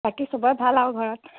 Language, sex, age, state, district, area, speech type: Assamese, female, 18-30, Assam, Charaideo, urban, conversation